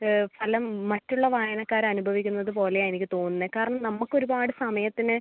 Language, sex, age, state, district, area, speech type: Malayalam, female, 18-30, Kerala, Kannur, rural, conversation